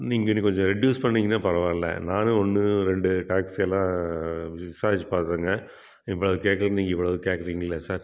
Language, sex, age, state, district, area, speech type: Tamil, male, 60+, Tamil Nadu, Tiruppur, urban, spontaneous